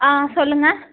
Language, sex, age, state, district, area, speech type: Tamil, female, 30-45, Tamil Nadu, Madurai, urban, conversation